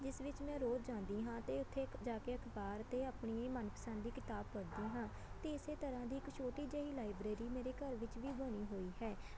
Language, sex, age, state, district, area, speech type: Punjabi, female, 18-30, Punjab, Shaheed Bhagat Singh Nagar, urban, spontaneous